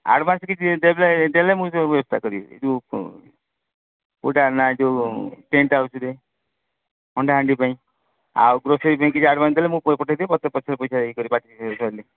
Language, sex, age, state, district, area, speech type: Odia, male, 60+, Odisha, Rayagada, rural, conversation